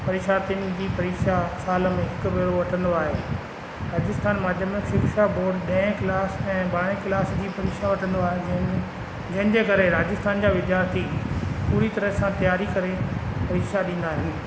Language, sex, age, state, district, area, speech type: Sindhi, male, 45-60, Rajasthan, Ajmer, urban, spontaneous